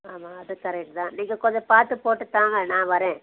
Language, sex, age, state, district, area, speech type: Tamil, female, 30-45, Tamil Nadu, Tirupattur, rural, conversation